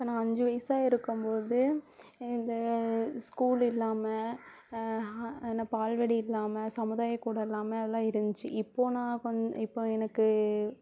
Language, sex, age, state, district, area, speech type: Tamil, female, 18-30, Tamil Nadu, Namakkal, rural, spontaneous